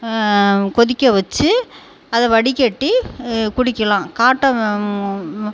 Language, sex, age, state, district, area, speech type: Tamil, female, 45-60, Tamil Nadu, Tiruchirappalli, rural, spontaneous